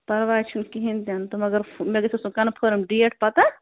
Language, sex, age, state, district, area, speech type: Kashmiri, female, 18-30, Jammu and Kashmir, Bandipora, rural, conversation